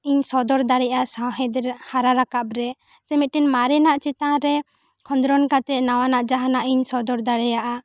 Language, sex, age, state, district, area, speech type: Santali, female, 18-30, West Bengal, Bankura, rural, spontaneous